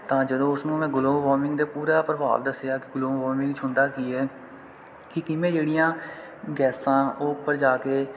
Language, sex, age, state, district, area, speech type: Punjabi, male, 18-30, Punjab, Kapurthala, rural, spontaneous